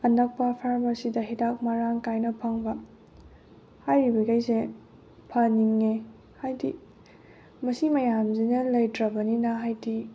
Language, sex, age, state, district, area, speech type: Manipuri, female, 18-30, Manipur, Bishnupur, rural, spontaneous